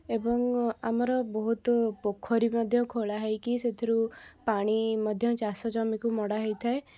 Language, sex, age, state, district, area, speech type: Odia, female, 18-30, Odisha, Cuttack, urban, spontaneous